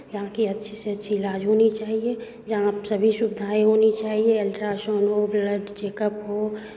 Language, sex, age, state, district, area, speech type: Hindi, female, 30-45, Bihar, Begusarai, rural, spontaneous